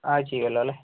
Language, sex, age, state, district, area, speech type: Malayalam, male, 18-30, Kerala, Wayanad, rural, conversation